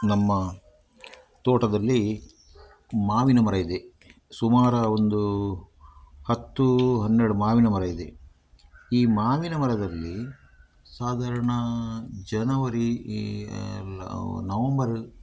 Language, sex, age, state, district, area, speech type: Kannada, male, 60+, Karnataka, Udupi, rural, spontaneous